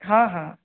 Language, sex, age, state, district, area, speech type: Odia, female, 45-60, Odisha, Nayagarh, rural, conversation